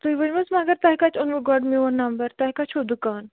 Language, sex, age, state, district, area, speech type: Kashmiri, female, 30-45, Jammu and Kashmir, Bandipora, rural, conversation